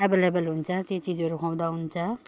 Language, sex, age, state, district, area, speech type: Nepali, female, 30-45, West Bengal, Jalpaiguri, rural, spontaneous